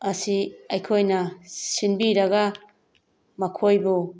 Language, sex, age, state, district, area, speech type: Manipuri, female, 45-60, Manipur, Tengnoupal, urban, spontaneous